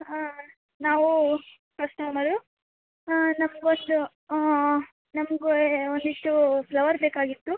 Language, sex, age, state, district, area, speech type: Kannada, female, 18-30, Karnataka, Gadag, rural, conversation